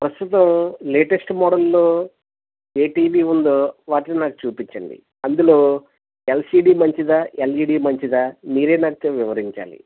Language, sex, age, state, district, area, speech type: Telugu, male, 45-60, Andhra Pradesh, East Godavari, rural, conversation